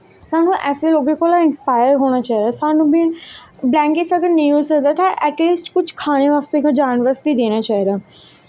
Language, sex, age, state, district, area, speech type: Dogri, female, 18-30, Jammu and Kashmir, Jammu, rural, spontaneous